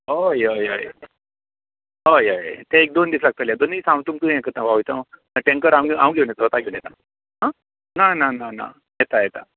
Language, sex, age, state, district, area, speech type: Goan Konkani, male, 45-60, Goa, Canacona, rural, conversation